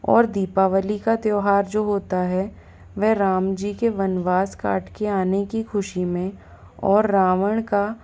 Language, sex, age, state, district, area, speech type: Hindi, female, 30-45, Rajasthan, Jaipur, urban, spontaneous